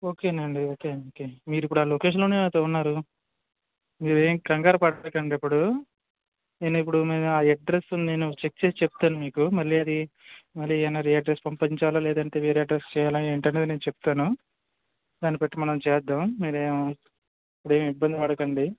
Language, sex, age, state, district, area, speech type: Telugu, male, 18-30, Andhra Pradesh, Anakapalli, rural, conversation